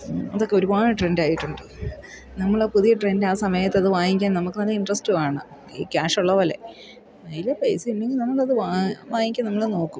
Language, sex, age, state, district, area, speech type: Malayalam, female, 30-45, Kerala, Idukki, rural, spontaneous